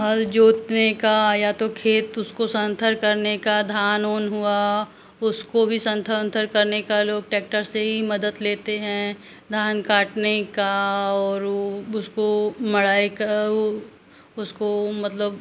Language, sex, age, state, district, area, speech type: Hindi, female, 30-45, Uttar Pradesh, Ghazipur, rural, spontaneous